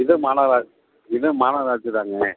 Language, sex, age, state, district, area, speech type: Tamil, male, 45-60, Tamil Nadu, Perambalur, urban, conversation